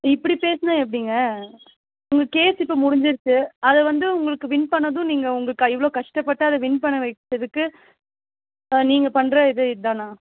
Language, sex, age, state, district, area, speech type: Tamil, female, 18-30, Tamil Nadu, Nilgiris, urban, conversation